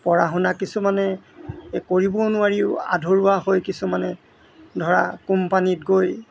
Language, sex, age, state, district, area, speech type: Assamese, male, 60+, Assam, Golaghat, rural, spontaneous